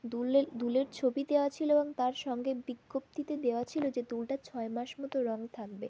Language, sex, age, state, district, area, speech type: Bengali, female, 18-30, West Bengal, South 24 Parganas, rural, spontaneous